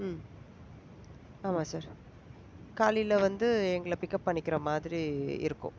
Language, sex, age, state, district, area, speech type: Tamil, female, 18-30, Tamil Nadu, Pudukkottai, rural, spontaneous